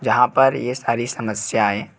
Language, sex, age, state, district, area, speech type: Hindi, male, 18-30, Madhya Pradesh, Jabalpur, urban, spontaneous